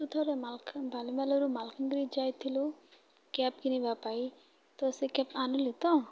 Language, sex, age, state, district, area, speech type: Odia, female, 18-30, Odisha, Malkangiri, urban, spontaneous